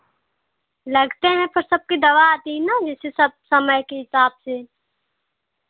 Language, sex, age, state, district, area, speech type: Hindi, female, 18-30, Uttar Pradesh, Pratapgarh, rural, conversation